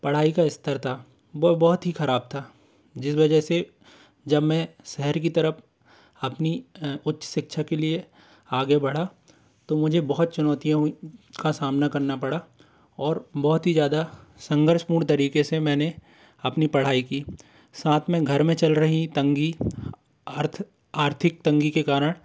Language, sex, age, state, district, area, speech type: Hindi, male, 18-30, Madhya Pradesh, Bhopal, urban, spontaneous